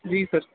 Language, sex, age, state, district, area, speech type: Urdu, male, 30-45, Uttar Pradesh, Gautam Buddha Nagar, urban, conversation